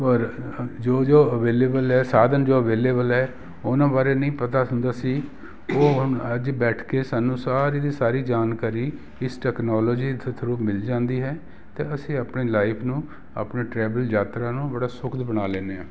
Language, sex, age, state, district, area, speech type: Punjabi, male, 60+, Punjab, Jalandhar, urban, spontaneous